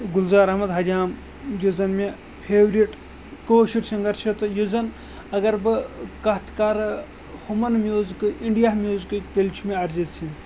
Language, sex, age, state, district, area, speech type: Kashmiri, male, 18-30, Jammu and Kashmir, Shopian, rural, spontaneous